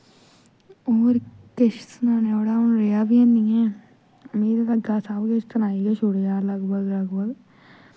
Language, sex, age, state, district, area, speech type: Dogri, female, 18-30, Jammu and Kashmir, Jammu, rural, spontaneous